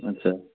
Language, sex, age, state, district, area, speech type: Assamese, male, 30-45, Assam, Nagaon, rural, conversation